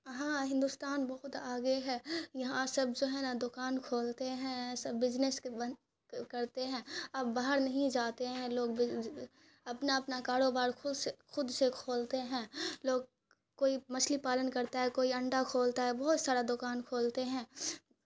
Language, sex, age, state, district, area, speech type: Urdu, female, 18-30, Bihar, Khagaria, rural, spontaneous